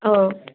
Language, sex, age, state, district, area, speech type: Assamese, female, 18-30, Assam, Dibrugarh, urban, conversation